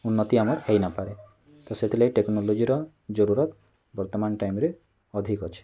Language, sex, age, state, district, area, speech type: Odia, male, 18-30, Odisha, Bargarh, rural, spontaneous